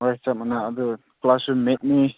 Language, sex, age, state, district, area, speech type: Manipuri, male, 18-30, Manipur, Senapati, rural, conversation